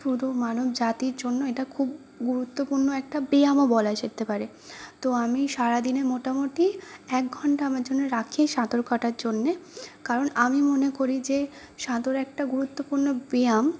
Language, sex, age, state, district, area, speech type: Bengali, female, 18-30, West Bengal, North 24 Parganas, urban, spontaneous